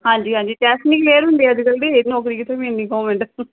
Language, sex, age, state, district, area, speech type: Punjabi, female, 30-45, Punjab, Gurdaspur, urban, conversation